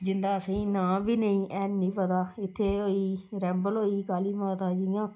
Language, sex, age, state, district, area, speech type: Dogri, female, 60+, Jammu and Kashmir, Udhampur, rural, spontaneous